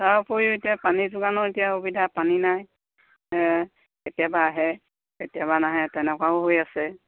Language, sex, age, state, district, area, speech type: Assamese, female, 60+, Assam, Sivasagar, rural, conversation